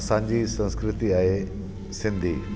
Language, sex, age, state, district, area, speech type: Sindhi, male, 45-60, Delhi, South Delhi, rural, spontaneous